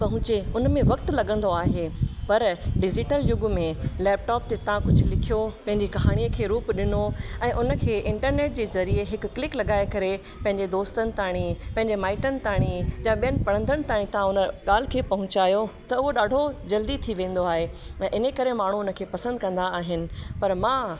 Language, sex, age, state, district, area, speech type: Sindhi, female, 30-45, Rajasthan, Ajmer, urban, spontaneous